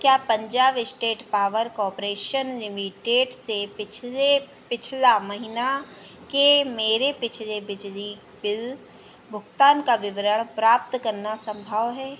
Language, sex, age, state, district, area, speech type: Hindi, female, 30-45, Madhya Pradesh, Harda, urban, read